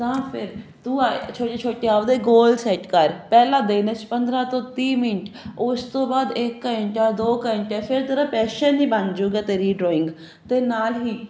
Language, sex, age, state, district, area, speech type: Punjabi, female, 18-30, Punjab, Fazilka, rural, spontaneous